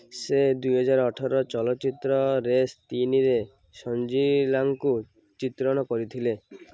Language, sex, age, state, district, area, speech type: Odia, male, 18-30, Odisha, Malkangiri, urban, read